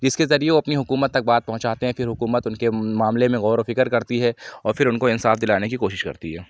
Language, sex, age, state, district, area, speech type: Urdu, male, 18-30, Uttar Pradesh, Lucknow, urban, spontaneous